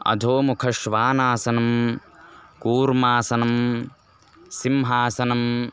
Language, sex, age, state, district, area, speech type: Sanskrit, male, 18-30, Karnataka, Bellary, rural, spontaneous